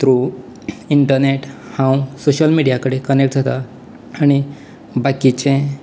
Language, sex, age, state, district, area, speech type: Goan Konkani, male, 18-30, Goa, Canacona, rural, spontaneous